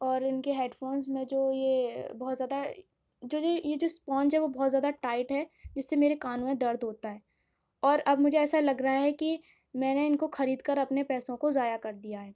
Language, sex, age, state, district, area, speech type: Urdu, female, 18-30, Uttar Pradesh, Aligarh, urban, spontaneous